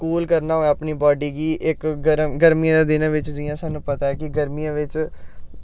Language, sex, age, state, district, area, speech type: Dogri, male, 18-30, Jammu and Kashmir, Samba, urban, spontaneous